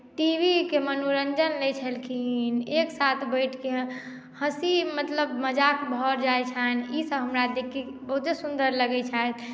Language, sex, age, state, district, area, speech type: Maithili, female, 18-30, Bihar, Madhubani, rural, spontaneous